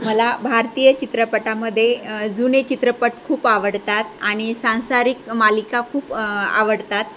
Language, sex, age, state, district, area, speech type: Marathi, female, 45-60, Maharashtra, Jalna, rural, spontaneous